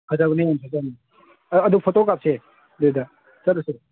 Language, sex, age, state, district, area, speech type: Manipuri, male, 18-30, Manipur, Tengnoupal, rural, conversation